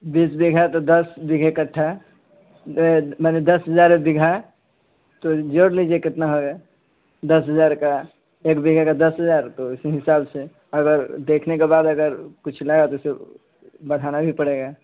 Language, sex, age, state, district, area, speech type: Urdu, male, 18-30, Uttar Pradesh, Saharanpur, urban, conversation